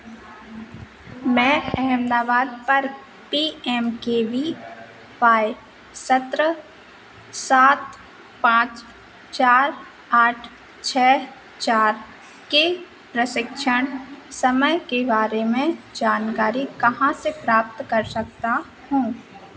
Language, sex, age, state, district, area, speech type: Hindi, female, 18-30, Madhya Pradesh, Narsinghpur, rural, read